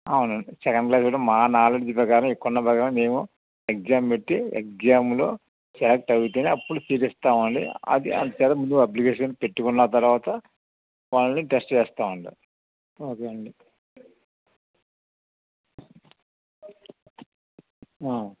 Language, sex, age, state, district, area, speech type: Telugu, male, 60+, Andhra Pradesh, Anakapalli, rural, conversation